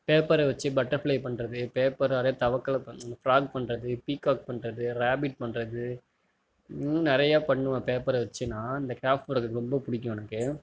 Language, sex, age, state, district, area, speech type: Tamil, male, 45-60, Tamil Nadu, Mayiladuthurai, rural, spontaneous